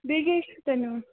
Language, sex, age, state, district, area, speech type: Kashmiri, female, 18-30, Jammu and Kashmir, Bandipora, rural, conversation